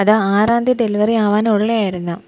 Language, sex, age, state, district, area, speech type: Malayalam, female, 18-30, Kerala, Kozhikode, rural, spontaneous